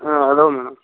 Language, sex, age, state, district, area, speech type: Kannada, male, 30-45, Karnataka, Gadag, rural, conversation